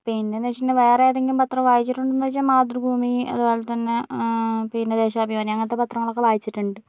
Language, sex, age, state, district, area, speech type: Malayalam, other, 45-60, Kerala, Kozhikode, urban, spontaneous